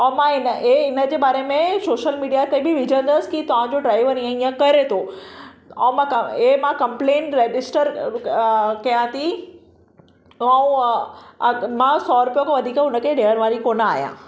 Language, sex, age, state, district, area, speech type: Sindhi, female, 30-45, Maharashtra, Mumbai Suburban, urban, spontaneous